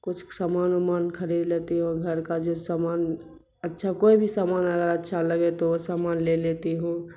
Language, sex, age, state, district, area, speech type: Urdu, female, 45-60, Bihar, Khagaria, rural, spontaneous